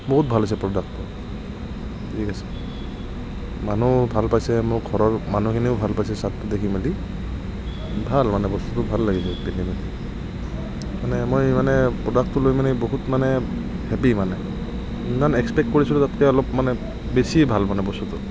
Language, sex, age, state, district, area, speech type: Assamese, male, 60+, Assam, Morigaon, rural, spontaneous